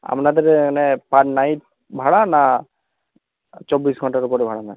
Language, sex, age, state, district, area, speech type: Bengali, male, 45-60, West Bengal, Nadia, rural, conversation